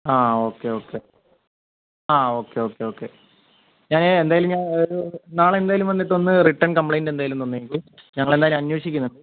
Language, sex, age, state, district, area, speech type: Malayalam, female, 18-30, Kerala, Kozhikode, rural, conversation